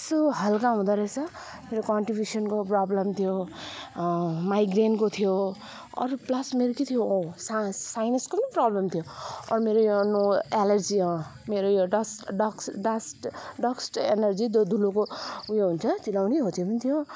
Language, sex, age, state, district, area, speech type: Nepali, female, 30-45, West Bengal, Alipurduar, urban, spontaneous